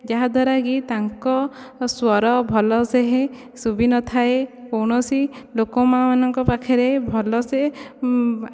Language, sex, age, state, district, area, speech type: Odia, female, 18-30, Odisha, Dhenkanal, rural, spontaneous